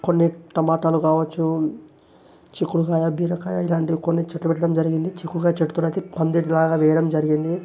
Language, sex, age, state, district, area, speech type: Telugu, male, 18-30, Telangana, Vikarabad, urban, spontaneous